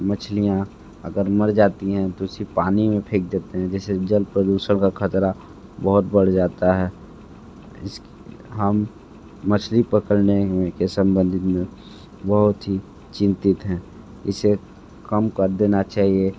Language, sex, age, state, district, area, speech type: Hindi, male, 30-45, Uttar Pradesh, Sonbhadra, rural, spontaneous